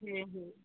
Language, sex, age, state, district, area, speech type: Bengali, female, 45-60, West Bengal, North 24 Parganas, urban, conversation